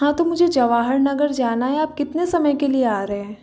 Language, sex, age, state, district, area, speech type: Hindi, female, 18-30, Rajasthan, Jaipur, urban, spontaneous